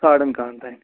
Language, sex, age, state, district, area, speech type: Kashmiri, male, 18-30, Jammu and Kashmir, Budgam, rural, conversation